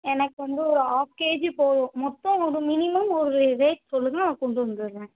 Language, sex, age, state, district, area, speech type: Tamil, female, 18-30, Tamil Nadu, Madurai, urban, conversation